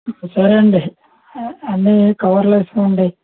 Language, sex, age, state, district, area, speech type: Telugu, male, 60+, Andhra Pradesh, Konaseema, rural, conversation